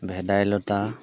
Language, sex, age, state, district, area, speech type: Assamese, male, 45-60, Assam, Golaghat, urban, spontaneous